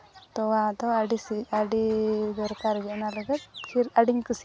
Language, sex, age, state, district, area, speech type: Santali, female, 18-30, Jharkhand, Seraikela Kharsawan, rural, spontaneous